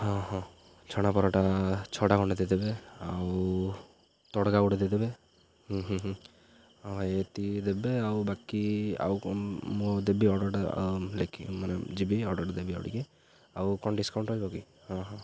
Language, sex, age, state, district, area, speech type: Odia, male, 30-45, Odisha, Ganjam, urban, spontaneous